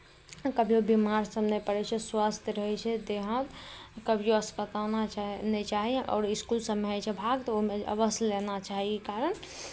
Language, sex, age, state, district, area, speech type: Maithili, female, 18-30, Bihar, Araria, rural, spontaneous